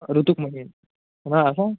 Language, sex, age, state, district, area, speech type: Kashmiri, male, 45-60, Jammu and Kashmir, Budgam, urban, conversation